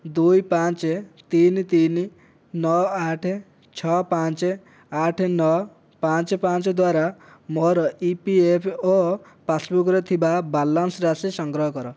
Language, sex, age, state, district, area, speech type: Odia, male, 18-30, Odisha, Dhenkanal, rural, read